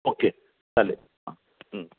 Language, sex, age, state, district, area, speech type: Marathi, male, 60+, Maharashtra, Sangli, rural, conversation